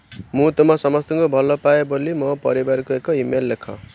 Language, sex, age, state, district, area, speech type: Odia, male, 30-45, Odisha, Ganjam, urban, read